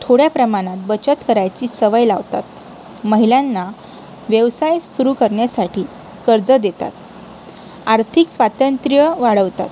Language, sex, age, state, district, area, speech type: Marathi, female, 18-30, Maharashtra, Sindhudurg, rural, spontaneous